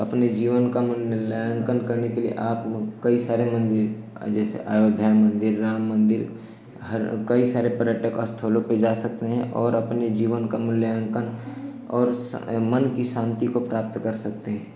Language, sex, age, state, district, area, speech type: Hindi, male, 18-30, Uttar Pradesh, Ghazipur, rural, spontaneous